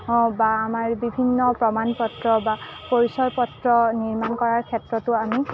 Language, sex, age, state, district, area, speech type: Assamese, female, 18-30, Assam, Kamrup Metropolitan, urban, spontaneous